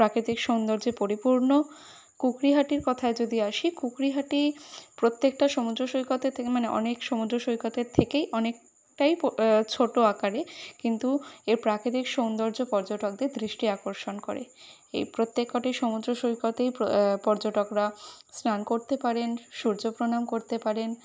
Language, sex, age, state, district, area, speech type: Bengali, female, 18-30, West Bengal, Kolkata, urban, spontaneous